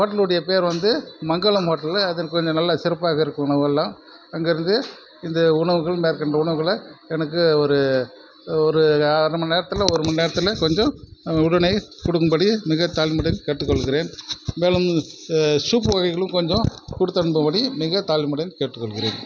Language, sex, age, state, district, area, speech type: Tamil, male, 45-60, Tamil Nadu, Krishnagiri, rural, spontaneous